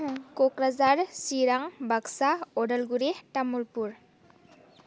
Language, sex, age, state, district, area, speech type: Bodo, female, 18-30, Assam, Baksa, rural, spontaneous